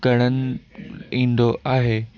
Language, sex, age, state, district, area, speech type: Sindhi, male, 18-30, Gujarat, Kutch, urban, spontaneous